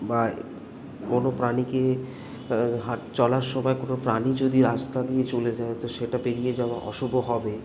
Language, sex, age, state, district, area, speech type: Bengali, male, 18-30, West Bengal, Kolkata, urban, spontaneous